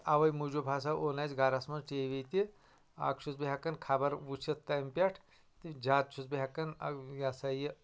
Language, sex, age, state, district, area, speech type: Kashmiri, male, 30-45, Jammu and Kashmir, Anantnag, rural, spontaneous